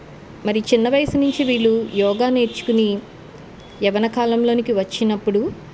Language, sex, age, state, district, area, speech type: Telugu, female, 45-60, Andhra Pradesh, Eluru, urban, spontaneous